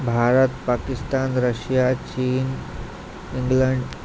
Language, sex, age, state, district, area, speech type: Marathi, male, 18-30, Maharashtra, Yavatmal, rural, spontaneous